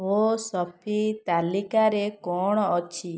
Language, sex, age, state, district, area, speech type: Odia, female, 18-30, Odisha, Puri, urban, read